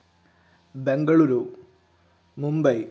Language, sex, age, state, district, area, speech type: Malayalam, male, 18-30, Kerala, Kozhikode, urban, spontaneous